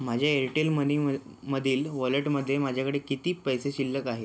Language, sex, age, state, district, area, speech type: Marathi, male, 18-30, Maharashtra, Yavatmal, rural, read